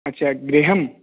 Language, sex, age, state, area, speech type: Sanskrit, male, 18-30, Rajasthan, urban, conversation